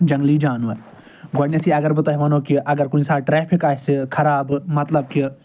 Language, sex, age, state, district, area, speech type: Kashmiri, male, 45-60, Jammu and Kashmir, Srinagar, urban, spontaneous